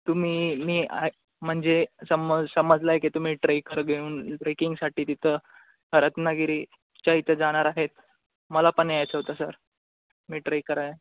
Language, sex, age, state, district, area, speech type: Marathi, male, 18-30, Maharashtra, Ratnagiri, rural, conversation